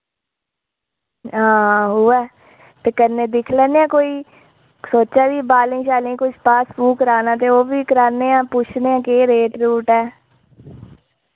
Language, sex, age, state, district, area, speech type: Dogri, female, 18-30, Jammu and Kashmir, Reasi, rural, conversation